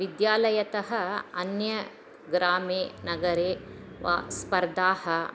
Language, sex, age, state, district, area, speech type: Sanskrit, female, 45-60, Karnataka, Chamarajanagar, rural, spontaneous